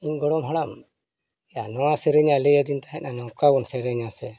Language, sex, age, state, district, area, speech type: Santali, male, 60+, Odisha, Mayurbhanj, rural, spontaneous